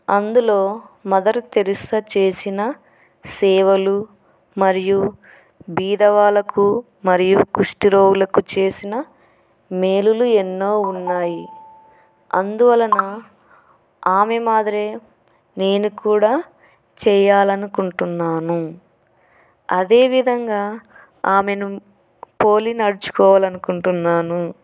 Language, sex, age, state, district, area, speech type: Telugu, female, 45-60, Andhra Pradesh, Kurnool, urban, spontaneous